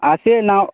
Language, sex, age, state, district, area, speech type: Odia, male, 45-60, Odisha, Nuapada, urban, conversation